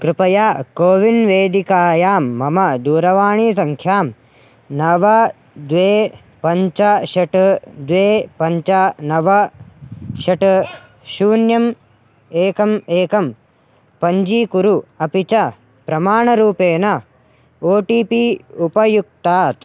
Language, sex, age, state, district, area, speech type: Sanskrit, male, 18-30, Karnataka, Raichur, urban, read